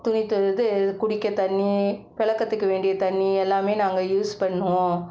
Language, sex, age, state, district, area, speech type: Tamil, female, 45-60, Tamil Nadu, Cuddalore, rural, spontaneous